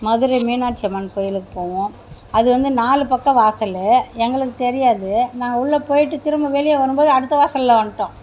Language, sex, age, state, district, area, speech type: Tamil, female, 60+, Tamil Nadu, Mayiladuthurai, rural, spontaneous